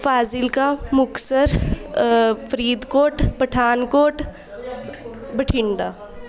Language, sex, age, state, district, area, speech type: Punjabi, female, 18-30, Punjab, Bathinda, urban, spontaneous